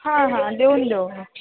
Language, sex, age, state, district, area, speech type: Marathi, female, 30-45, Maharashtra, Wardha, rural, conversation